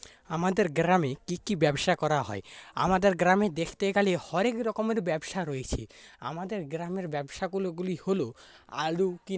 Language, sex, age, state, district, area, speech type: Bengali, male, 30-45, West Bengal, Paschim Medinipur, rural, spontaneous